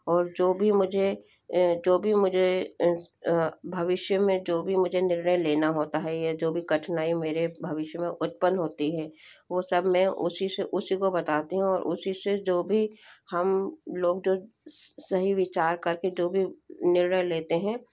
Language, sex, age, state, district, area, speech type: Hindi, female, 30-45, Madhya Pradesh, Bhopal, urban, spontaneous